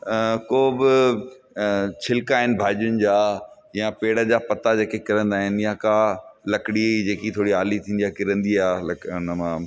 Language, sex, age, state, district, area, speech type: Sindhi, male, 45-60, Rajasthan, Ajmer, urban, spontaneous